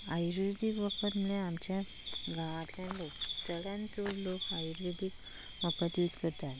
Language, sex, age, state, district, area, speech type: Goan Konkani, female, 18-30, Goa, Canacona, rural, spontaneous